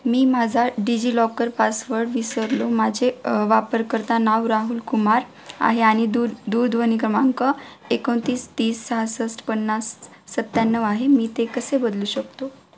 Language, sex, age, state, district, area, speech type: Marathi, female, 18-30, Maharashtra, Beed, urban, read